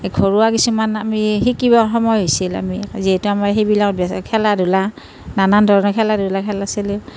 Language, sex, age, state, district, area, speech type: Assamese, female, 45-60, Assam, Nalbari, rural, spontaneous